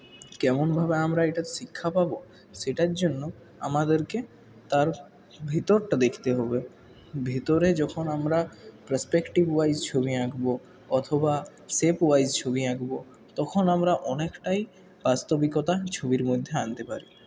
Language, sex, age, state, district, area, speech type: Bengali, male, 18-30, West Bengal, Purulia, urban, spontaneous